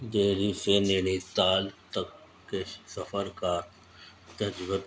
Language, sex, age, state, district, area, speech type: Urdu, male, 60+, Delhi, Central Delhi, urban, spontaneous